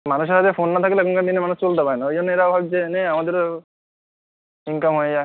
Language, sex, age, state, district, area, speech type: Bengali, male, 30-45, West Bengal, Kolkata, urban, conversation